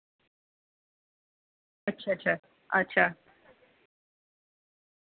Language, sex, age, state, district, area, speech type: Dogri, female, 30-45, Jammu and Kashmir, Jammu, urban, conversation